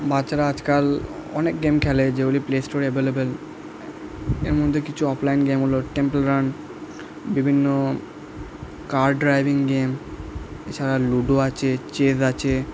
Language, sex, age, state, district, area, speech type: Bengali, male, 18-30, West Bengal, Purba Bardhaman, urban, spontaneous